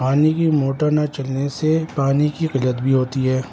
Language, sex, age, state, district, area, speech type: Urdu, male, 30-45, Delhi, North East Delhi, urban, spontaneous